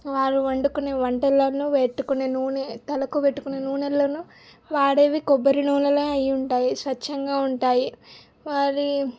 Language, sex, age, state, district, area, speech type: Telugu, female, 18-30, Telangana, Medak, rural, spontaneous